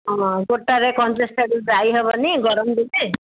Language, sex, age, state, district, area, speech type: Odia, female, 45-60, Odisha, Ganjam, urban, conversation